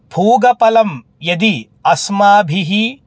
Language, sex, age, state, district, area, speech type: Sanskrit, male, 18-30, Karnataka, Bangalore Rural, urban, spontaneous